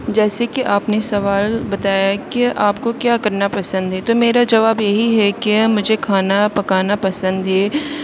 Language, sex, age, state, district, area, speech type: Urdu, female, 18-30, Uttar Pradesh, Aligarh, urban, spontaneous